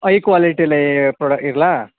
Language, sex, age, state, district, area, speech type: Kannada, male, 18-30, Karnataka, Mandya, urban, conversation